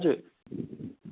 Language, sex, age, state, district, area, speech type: Nepali, male, 18-30, West Bengal, Darjeeling, rural, conversation